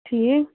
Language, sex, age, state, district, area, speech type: Kashmiri, female, 30-45, Jammu and Kashmir, Pulwama, rural, conversation